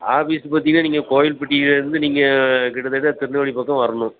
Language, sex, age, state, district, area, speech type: Tamil, male, 45-60, Tamil Nadu, Thoothukudi, rural, conversation